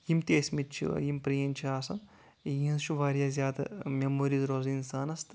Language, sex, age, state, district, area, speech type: Kashmiri, male, 18-30, Jammu and Kashmir, Anantnag, rural, spontaneous